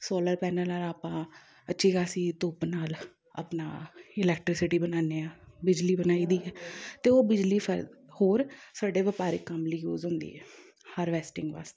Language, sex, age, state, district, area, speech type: Punjabi, female, 30-45, Punjab, Amritsar, urban, spontaneous